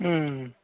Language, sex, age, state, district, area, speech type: Odia, male, 45-60, Odisha, Gajapati, rural, conversation